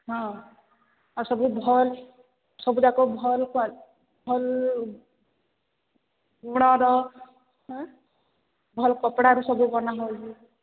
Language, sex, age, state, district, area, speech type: Odia, female, 18-30, Odisha, Sambalpur, rural, conversation